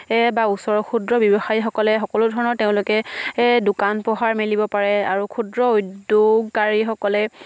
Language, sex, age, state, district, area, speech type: Assamese, female, 18-30, Assam, Charaideo, rural, spontaneous